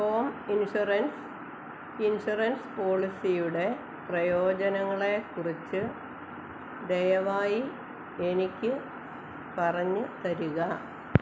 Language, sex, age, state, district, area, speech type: Malayalam, female, 45-60, Kerala, Kottayam, rural, read